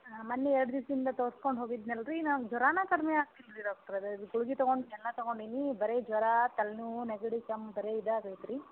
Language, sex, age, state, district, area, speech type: Kannada, female, 30-45, Karnataka, Gadag, rural, conversation